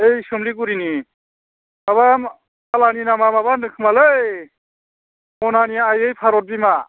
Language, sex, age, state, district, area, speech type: Bodo, male, 45-60, Assam, Baksa, rural, conversation